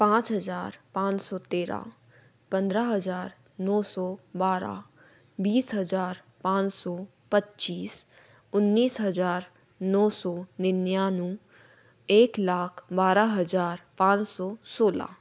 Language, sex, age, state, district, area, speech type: Hindi, female, 18-30, Madhya Pradesh, Ujjain, urban, spontaneous